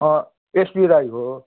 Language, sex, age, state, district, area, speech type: Nepali, male, 60+, West Bengal, Jalpaiguri, urban, conversation